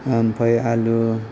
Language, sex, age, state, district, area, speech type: Bodo, male, 30-45, Assam, Kokrajhar, rural, spontaneous